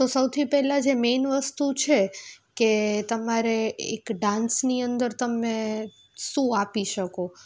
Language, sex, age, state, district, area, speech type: Gujarati, female, 18-30, Gujarat, Rajkot, rural, spontaneous